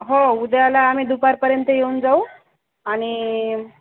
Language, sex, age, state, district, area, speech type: Marathi, female, 45-60, Maharashtra, Buldhana, rural, conversation